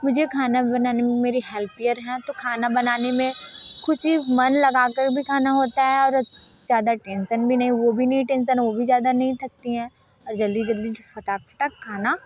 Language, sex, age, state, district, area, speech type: Hindi, female, 30-45, Uttar Pradesh, Mirzapur, rural, spontaneous